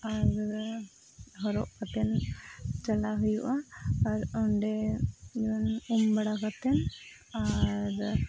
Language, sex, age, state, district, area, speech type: Santali, female, 30-45, Jharkhand, East Singhbhum, rural, spontaneous